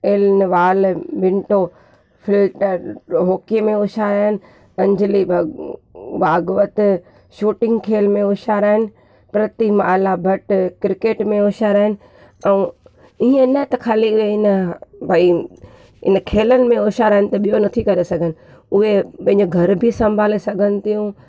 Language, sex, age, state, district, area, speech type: Sindhi, female, 30-45, Gujarat, Junagadh, urban, spontaneous